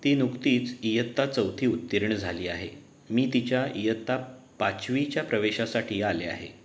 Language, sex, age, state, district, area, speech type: Marathi, male, 30-45, Maharashtra, Ratnagiri, urban, read